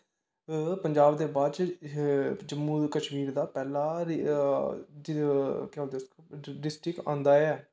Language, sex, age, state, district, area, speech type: Dogri, male, 18-30, Jammu and Kashmir, Kathua, rural, spontaneous